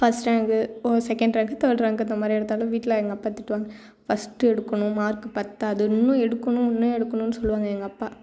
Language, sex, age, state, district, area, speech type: Tamil, female, 18-30, Tamil Nadu, Thoothukudi, rural, spontaneous